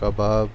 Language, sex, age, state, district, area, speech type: Urdu, male, 30-45, Delhi, East Delhi, urban, spontaneous